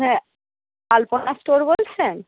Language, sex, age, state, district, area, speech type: Bengali, female, 60+, West Bengal, Paschim Medinipur, rural, conversation